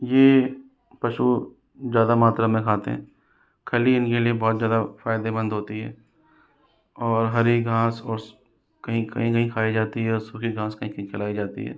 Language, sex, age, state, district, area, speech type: Hindi, male, 60+, Rajasthan, Jaipur, urban, spontaneous